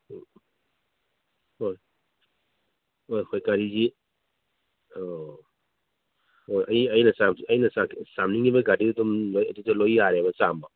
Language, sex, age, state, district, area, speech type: Manipuri, male, 45-60, Manipur, Imphal East, rural, conversation